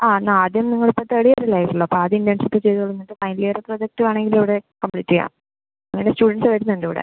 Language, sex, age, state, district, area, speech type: Malayalam, female, 18-30, Kerala, Palakkad, rural, conversation